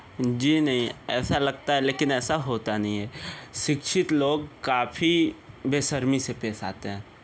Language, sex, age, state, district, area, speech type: Hindi, male, 18-30, Uttar Pradesh, Sonbhadra, rural, spontaneous